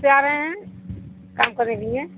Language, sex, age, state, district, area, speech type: Urdu, female, 60+, Bihar, Supaul, rural, conversation